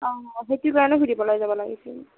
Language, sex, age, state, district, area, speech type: Assamese, female, 30-45, Assam, Nagaon, rural, conversation